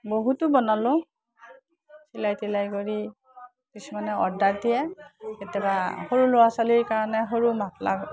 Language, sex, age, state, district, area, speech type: Assamese, female, 60+, Assam, Udalguri, rural, spontaneous